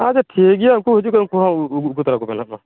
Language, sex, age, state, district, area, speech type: Santali, male, 30-45, West Bengal, Purba Bardhaman, rural, conversation